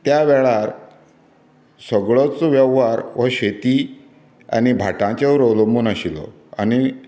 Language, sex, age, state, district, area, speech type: Goan Konkani, male, 60+, Goa, Canacona, rural, spontaneous